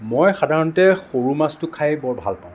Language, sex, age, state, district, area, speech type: Assamese, male, 60+, Assam, Sonitpur, urban, spontaneous